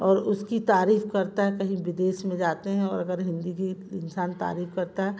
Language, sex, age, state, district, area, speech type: Hindi, female, 45-60, Madhya Pradesh, Jabalpur, urban, spontaneous